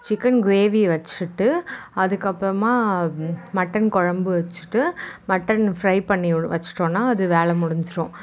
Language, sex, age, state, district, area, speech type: Tamil, female, 30-45, Tamil Nadu, Mayiladuthurai, rural, spontaneous